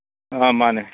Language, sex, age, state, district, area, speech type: Manipuri, male, 30-45, Manipur, Kakching, rural, conversation